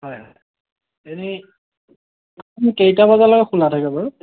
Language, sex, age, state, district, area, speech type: Assamese, male, 30-45, Assam, Sonitpur, rural, conversation